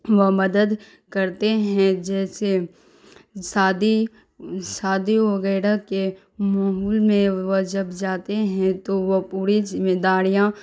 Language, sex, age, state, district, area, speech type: Urdu, female, 30-45, Bihar, Darbhanga, rural, spontaneous